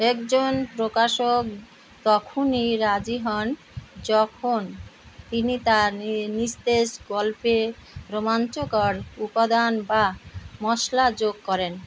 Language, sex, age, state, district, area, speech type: Bengali, female, 60+, West Bengal, Kolkata, urban, read